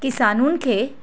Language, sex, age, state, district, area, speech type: Sindhi, female, 45-60, Maharashtra, Mumbai Suburban, urban, spontaneous